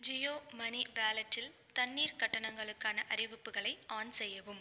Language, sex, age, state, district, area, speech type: Tamil, female, 45-60, Tamil Nadu, Pudukkottai, rural, read